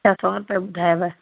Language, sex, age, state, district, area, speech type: Sindhi, female, 30-45, Madhya Pradesh, Katni, urban, conversation